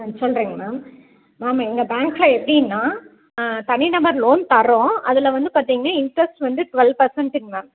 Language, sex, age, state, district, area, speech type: Tamil, female, 45-60, Tamil Nadu, Salem, rural, conversation